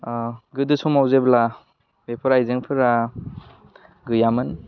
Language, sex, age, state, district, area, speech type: Bodo, male, 18-30, Assam, Udalguri, urban, spontaneous